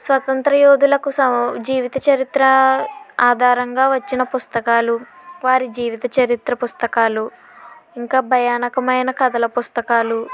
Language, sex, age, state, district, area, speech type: Telugu, female, 60+, Andhra Pradesh, Kakinada, rural, spontaneous